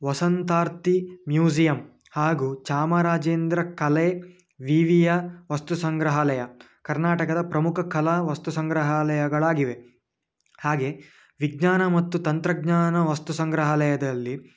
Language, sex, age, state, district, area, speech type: Kannada, male, 18-30, Karnataka, Dakshina Kannada, urban, spontaneous